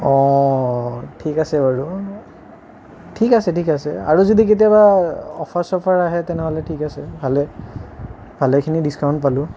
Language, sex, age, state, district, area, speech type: Assamese, male, 30-45, Assam, Nalbari, rural, spontaneous